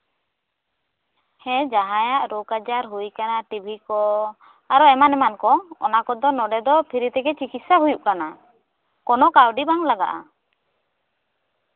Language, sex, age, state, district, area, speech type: Santali, female, 18-30, West Bengal, Bankura, rural, conversation